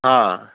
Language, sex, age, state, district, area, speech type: Urdu, male, 45-60, Uttar Pradesh, Mau, urban, conversation